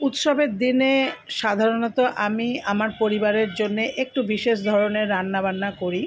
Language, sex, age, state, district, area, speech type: Bengali, female, 60+, West Bengal, Purba Bardhaman, urban, spontaneous